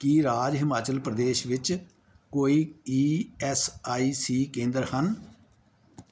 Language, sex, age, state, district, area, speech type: Punjabi, male, 60+, Punjab, Pathankot, rural, read